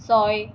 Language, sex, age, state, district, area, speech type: Assamese, female, 30-45, Assam, Kamrup Metropolitan, urban, read